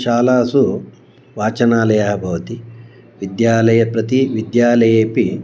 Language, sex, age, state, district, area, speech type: Sanskrit, male, 60+, Karnataka, Bangalore Urban, urban, spontaneous